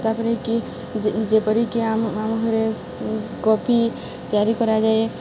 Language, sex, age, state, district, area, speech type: Odia, female, 18-30, Odisha, Subarnapur, urban, spontaneous